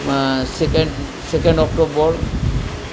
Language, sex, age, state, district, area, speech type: Bengali, male, 60+, West Bengal, Purba Bardhaman, urban, spontaneous